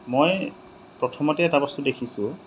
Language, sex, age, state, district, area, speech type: Assamese, male, 30-45, Assam, Majuli, urban, spontaneous